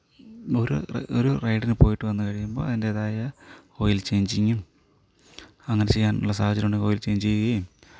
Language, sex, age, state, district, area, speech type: Malayalam, male, 30-45, Kerala, Thiruvananthapuram, rural, spontaneous